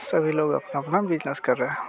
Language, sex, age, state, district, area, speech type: Hindi, male, 18-30, Bihar, Muzaffarpur, rural, spontaneous